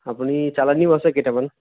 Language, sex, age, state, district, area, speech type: Assamese, male, 18-30, Assam, Sonitpur, rural, conversation